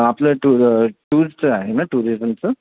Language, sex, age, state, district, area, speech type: Marathi, male, 30-45, Maharashtra, Thane, urban, conversation